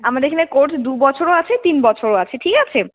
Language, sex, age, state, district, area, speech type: Bengali, female, 18-30, West Bengal, Jalpaiguri, rural, conversation